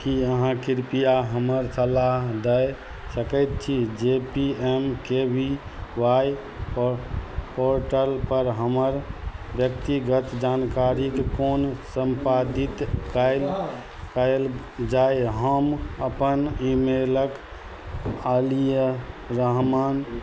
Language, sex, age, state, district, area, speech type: Maithili, male, 45-60, Bihar, Madhubani, rural, read